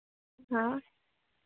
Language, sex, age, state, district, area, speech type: Hindi, female, 18-30, Madhya Pradesh, Seoni, urban, conversation